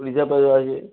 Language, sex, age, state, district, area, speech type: Bengali, male, 45-60, West Bengal, North 24 Parganas, urban, conversation